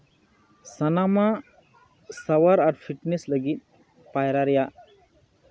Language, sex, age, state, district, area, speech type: Santali, male, 30-45, West Bengal, Malda, rural, spontaneous